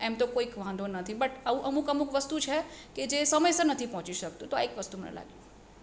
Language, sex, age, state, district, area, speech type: Gujarati, female, 45-60, Gujarat, Surat, urban, spontaneous